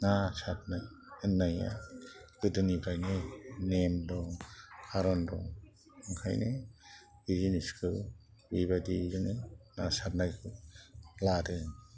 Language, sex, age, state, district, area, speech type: Bodo, male, 60+, Assam, Chirang, rural, spontaneous